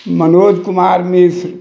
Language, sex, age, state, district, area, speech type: Maithili, male, 60+, Bihar, Sitamarhi, rural, spontaneous